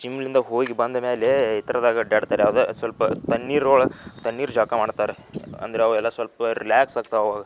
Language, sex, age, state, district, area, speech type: Kannada, male, 18-30, Karnataka, Dharwad, urban, spontaneous